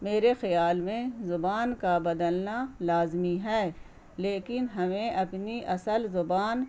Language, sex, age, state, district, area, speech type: Urdu, female, 45-60, Bihar, Gaya, urban, spontaneous